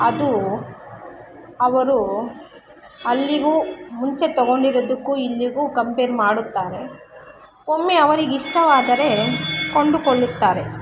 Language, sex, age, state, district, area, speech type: Kannada, female, 18-30, Karnataka, Kolar, rural, spontaneous